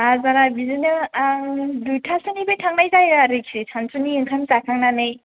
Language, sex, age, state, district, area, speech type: Bodo, female, 18-30, Assam, Chirang, urban, conversation